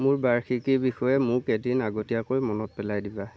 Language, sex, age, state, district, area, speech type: Assamese, male, 18-30, Assam, Lakhimpur, rural, read